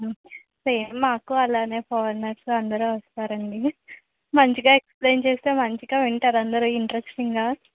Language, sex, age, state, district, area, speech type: Telugu, female, 18-30, Andhra Pradesh, Vizianagaram, rural, conversation